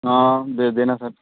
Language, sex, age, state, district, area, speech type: Hindi, male, 18-30, Rajasthan, Nagaur, rural, conversation